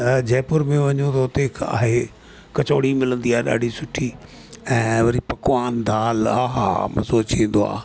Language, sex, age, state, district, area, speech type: Sindhi, male, 60+, Delhi, South Delhi, urban, spontaneous